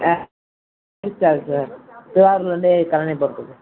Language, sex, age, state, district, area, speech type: Tamil, male, 18-30, Tamil Nadu, Tiruvarur, urban, conversation